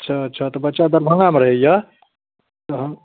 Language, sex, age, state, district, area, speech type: Maithili, male, 30-45, Bihar, Darbhanga, urban, conversation